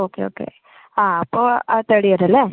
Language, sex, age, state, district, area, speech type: Malayalam, female, 18-30, Kerala, Palakkad, rural, conversation